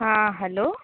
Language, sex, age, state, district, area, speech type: Sindhi, female, 30-45, Rajasthan, Ajmer, urban, conversation